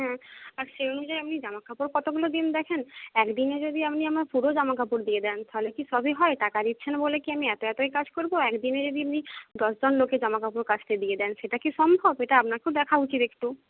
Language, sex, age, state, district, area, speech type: Bengali, female, 30-45, West Bengal, Jhargram, rural, conversation